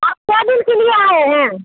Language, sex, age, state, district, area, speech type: Hindi, female, 60+, Bihar, Begusarai, rural, conversation